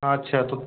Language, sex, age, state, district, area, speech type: Bengali, male, 18-30, West Bengal, Purulia, urban, conversation